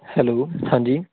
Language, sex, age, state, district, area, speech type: Punjabi, male, 30-45, Punjab, Tarn Taran, rural, conversation